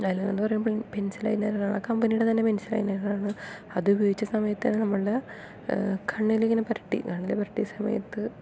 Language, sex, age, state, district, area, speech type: Malayalam, female, 18-30, Kerala, Palakkad, rural, spontaneous